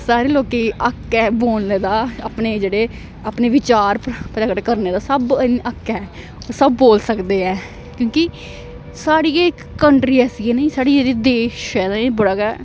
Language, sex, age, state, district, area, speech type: Dogri, female, 18-30, Jammu and Kashmir, Samba, rural, spontaneous